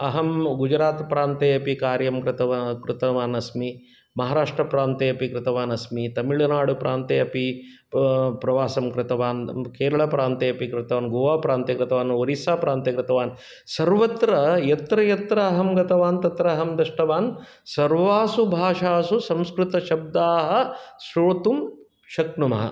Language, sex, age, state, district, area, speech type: Sanskrit, male, 60+, Karnataka, Shimoga, urban, spontaneous